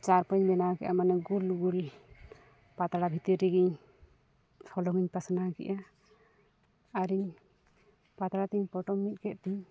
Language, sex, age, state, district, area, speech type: Santali, female, 45-60, Jharkhand, East Singhbhum, rural, spontaneous